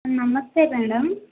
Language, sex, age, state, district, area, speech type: Telugu, female, 18-30, Andhra Pradesh, Kadapa, rural, conversation